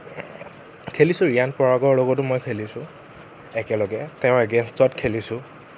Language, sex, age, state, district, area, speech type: Assamese, male, 18-30, Assam, Nagaon, rural, spontaneous